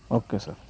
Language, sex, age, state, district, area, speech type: Urdu, male, 30-45, Uttar Pradesh, Saharanpur, urban, spontaneous